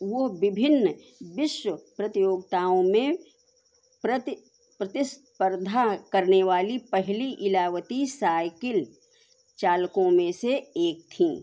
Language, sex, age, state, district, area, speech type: Hindi, female, 60+, Uttar Pradesh, Sitapur, rural, read